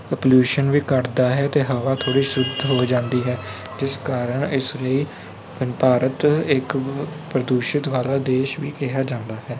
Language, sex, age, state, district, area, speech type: Punjabi, male, 18-30, Punjab, Kapurthala, urban, spontaneous